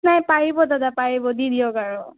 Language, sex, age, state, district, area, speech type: Assamese, female, 18-30, Assam, Biswanath, rural, conversation